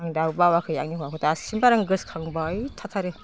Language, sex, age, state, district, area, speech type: Bodo, female, 60+, Assam, Udalguri, rural, spontaneous